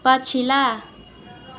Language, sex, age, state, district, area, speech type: Maithili, female, 18-30, Bihar, Muzaffarpur, rural, read